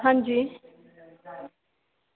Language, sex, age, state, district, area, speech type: Dogri, female, 18-30, Jammu and Kashmir, Kathua, rural, conversation